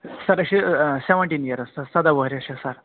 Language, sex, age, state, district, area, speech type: Kashmiri, male, 30-45, Jammu and Kashmir, Kupwara, urban, conversation